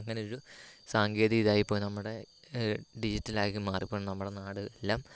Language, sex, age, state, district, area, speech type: Malayalam, male, 18-30, Kerala, Kottayam, rural, spontaneous